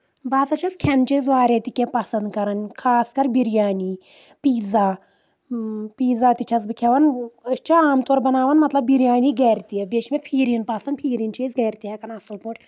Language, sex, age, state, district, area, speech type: Kashmiri, female, 18-30, Jammu and Kashmir, Anantnag, rural, spontaneous